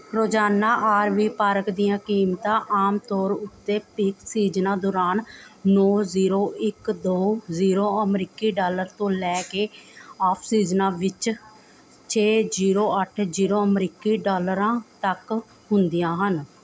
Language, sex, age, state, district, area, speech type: Punjabi, female, 45-60, Punjab, Mohali, urban, read